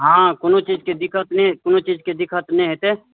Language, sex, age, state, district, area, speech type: Maithili, male, 18-30, Bihar, Supaul, rural, conversation